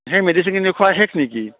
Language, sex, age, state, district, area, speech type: Assamese, male, 45-60, Assam, Barpeta, rural, conversation